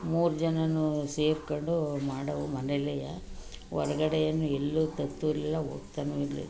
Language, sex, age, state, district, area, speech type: Kannada, female, 60+, Karnataka, Mandya, urban, spontaneous